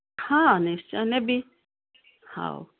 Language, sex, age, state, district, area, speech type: Odia, female, 60+, Odisha, Gajapati, rural, conversation